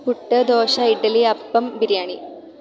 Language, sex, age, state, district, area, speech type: Malayalam, female, 18-30, Kerala, Idukki, rural, spontaneous